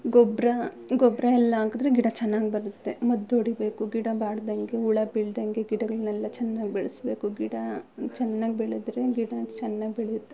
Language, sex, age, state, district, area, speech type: Kannada, female, 18-30, Karnataka, Bangalore Rural, rural, spontaneous